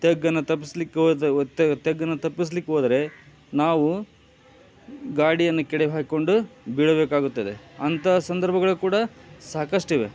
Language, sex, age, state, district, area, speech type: Kannada, male, 45-60, Karnataka, Koppal, rural, spontaneous